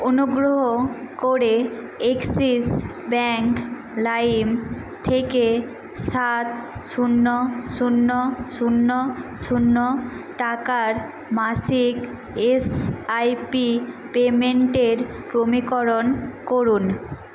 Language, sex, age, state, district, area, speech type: Bengali, female, 18-30, West Bengal, Nadia, rural, read